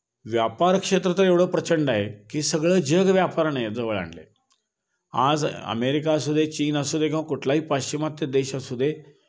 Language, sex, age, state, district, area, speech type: Marathi, male, 60+, Maharashtra, Kolhapur, urban, spontaneous